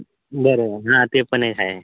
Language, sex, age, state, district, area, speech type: Marathi, male, 18-30, Maharashtra, Thane, urban, conversation